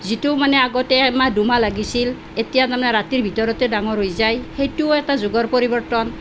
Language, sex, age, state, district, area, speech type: Assamese, female, 45-60, Assam, Nalbari, rural, spontaneous